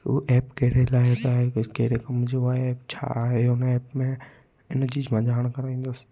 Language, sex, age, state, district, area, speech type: Sindhi, male, 18-30, Gujarat, Kutch, rural, spontaneous